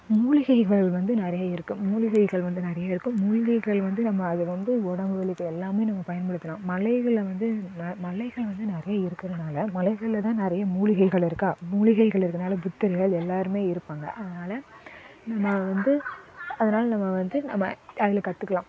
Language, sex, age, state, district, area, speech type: Tamil, female, 18-30, Tamil Nadu, Namakkal, rural, spontaneous